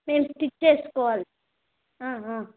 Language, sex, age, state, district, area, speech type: Telugu, female, 18-30, Andhra Pradesh, Chittoor, rural, conversation